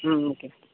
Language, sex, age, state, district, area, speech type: Tamil, male, 18-30, Tamil Nadu, Mayiladuthurai, urban, conversation